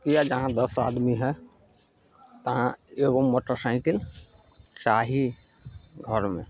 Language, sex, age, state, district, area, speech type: Maithili, male, 18-30, Bihar, Samastipur, rural, spontaneous